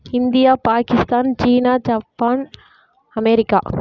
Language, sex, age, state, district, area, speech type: Tamil, female, 18-30, Tamil Nadu, Kallakurichi, rural, spontaneous